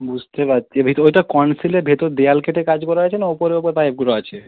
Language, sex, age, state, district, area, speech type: Bengali, male, 18-30, West Bengal, Hooghly, urban, conversation